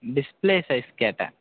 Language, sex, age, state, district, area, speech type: Tamil, male, 30-45, Tamil Nadu, Mayiladuthurai, urban, conversation